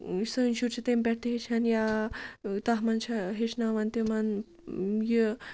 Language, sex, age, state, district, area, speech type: Kashmiri, female, 45-60, Jammu and Kashmir, Ganderbal, rural, spontaneous